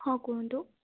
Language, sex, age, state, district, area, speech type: Odia, female, 18-30, Odisha, Malkangiri, urban, conversation